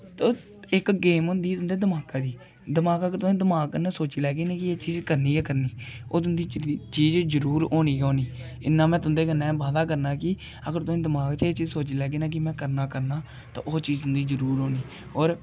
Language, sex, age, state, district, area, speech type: Dogri, male, 18-30, Jammu and Kashmir, Kathua, rural, spontaneous